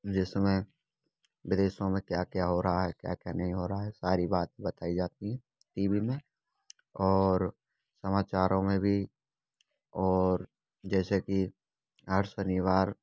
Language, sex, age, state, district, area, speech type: Hindi, male, 18-30, Rajasthan, Bharatpur, rural, spontaneous